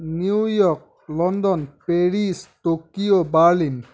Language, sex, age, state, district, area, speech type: Assamese, male, 18-30, Assam, Lakhimpur, rural, spontaneous